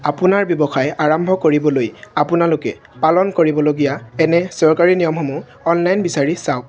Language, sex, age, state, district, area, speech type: Assamese, male, 18-30, Assam, Tinsukia, urban, read